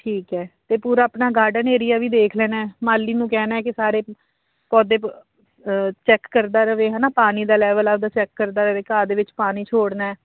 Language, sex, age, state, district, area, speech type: Punjabi, female, 30-45, Punjab, Fazilka, rural, conversation